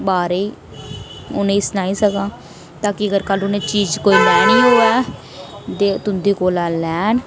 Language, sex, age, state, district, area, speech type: Dogri, female, 18-30, Jammu and Kashmir, Reasi, rural, spontaneous